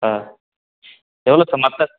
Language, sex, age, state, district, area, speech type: Tamil, male, 18-30, Tamil Nadu, Kallakurichi, rural, conversation